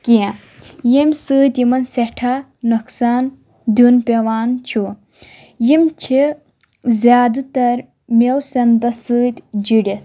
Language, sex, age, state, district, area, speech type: Kashmiri, female, 18-30, Jammu and Kashmir, Shopian, rural, spontaneous